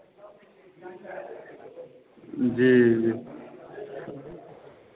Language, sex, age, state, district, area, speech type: Hindi, male, 30-45, Bihar, Vaishali, urban, conversation